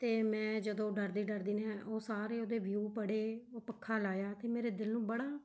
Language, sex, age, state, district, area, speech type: Punjabi, female, 45-60, Punjab, Mohali, urban, spontaneous